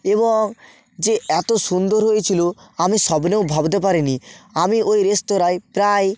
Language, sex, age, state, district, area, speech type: Bengali, male, 30-45, West Bengal, North 24 Parganas, rural, spontaneous